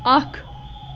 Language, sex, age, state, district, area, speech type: Kashmiri, female, 30-45, Jammu and Kashmir, Bandipora, rural, read